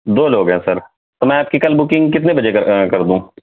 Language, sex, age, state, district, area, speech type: Urdu, male, 30-45, Uttar Pradesh, Lucknow, urban, conversation